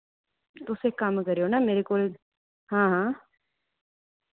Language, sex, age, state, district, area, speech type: Dogri, female, 18-30, Jammu and Kashmir, Reasi, urban, conversation